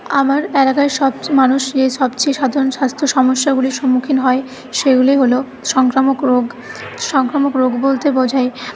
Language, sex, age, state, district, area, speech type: Bengali, female, 30-45, West Bengal, Paschim Bardhaman, urban, spontaneous